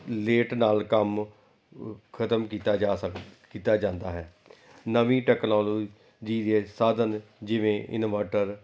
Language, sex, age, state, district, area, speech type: Punjabi, male, 45-60, Punjab, Amritsar, urban, spontaneous